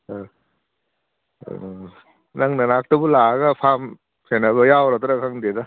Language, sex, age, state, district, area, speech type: Manipuri, male, 45-60, Manipur, Kangpokpi, urban, conversation